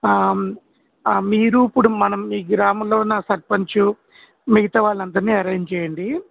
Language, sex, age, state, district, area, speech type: Telugu, male, 45-60, Andhra Pradesh, Kurnool, urban, conversation